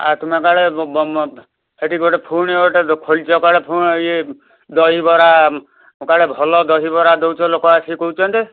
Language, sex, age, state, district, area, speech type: Odia, male, 60+, Odisha, Kendujhar, urban, conversation